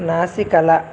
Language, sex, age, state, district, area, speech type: Telugu, male, 18-30, Telangana, Adilabad, urban, spontaneous